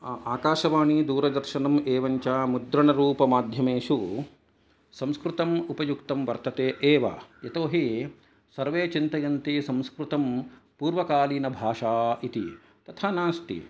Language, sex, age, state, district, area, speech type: Sanskrit, male, 45-60, Karnataka, Kolar, urban, spontaneous